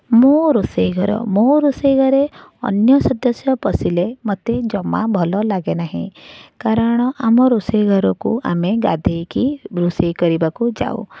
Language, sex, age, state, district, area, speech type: Odia, female, 30-45, Odisha, Cuttack, urban, spontaneous